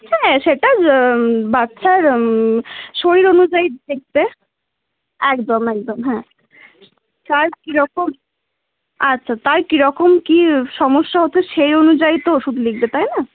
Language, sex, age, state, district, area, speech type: Bengali, female, 18-30, West Bengal, Cooch Behar, urban, conversation